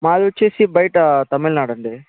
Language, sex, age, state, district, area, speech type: Telugu, male, 18-30, Andhra Pradesh, Sri Balaji, urban, conversation